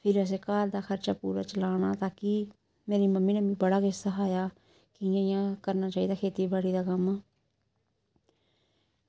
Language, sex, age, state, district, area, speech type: Dogri, female, 30-45, Jammu and Kashmir, Samba, rural, spontaneous